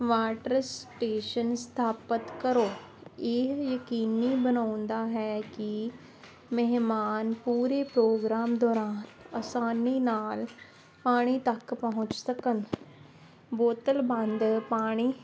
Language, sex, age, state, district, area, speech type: Punjabi, female, 30-45, Punjab, Jalandhar, urban, spontaneous